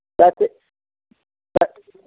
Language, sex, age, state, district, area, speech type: Dogri, male, 45-60, Jammu and Kashmir, Samba, rural, conversation